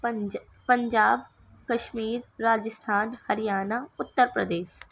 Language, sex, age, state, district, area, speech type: Urdu, female, 18-30, Uttar Pradesh, Ghaziabad, rural, spontaneous